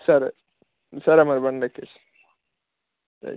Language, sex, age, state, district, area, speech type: Telugu, male, 18-30, Telangana, Mancherial, rural, conversation